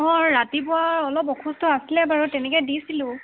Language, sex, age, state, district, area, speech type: Assamese, female, 18-30, Assam, Tinsukia, urban, conversation